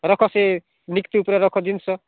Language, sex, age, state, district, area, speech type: Odia, male, 45-60, Odisha, Rayagada, rural, conversation